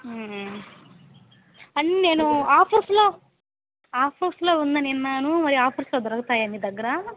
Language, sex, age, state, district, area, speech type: Telugu, female, 18-30, Andhra Pradesh, Kadapa, rural, conversation